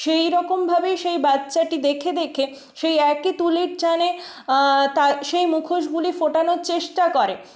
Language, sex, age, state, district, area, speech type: Bengali, female, 18-30, West Bengal, Purulia, urban, spontaneous